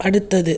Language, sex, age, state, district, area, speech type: Tamil, female, 30-45, Tamil Nadu, Viluppuram, urban, read